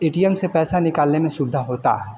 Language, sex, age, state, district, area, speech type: Hindi, male, 30-45, Bihar, Vaishali, urban, spontaneous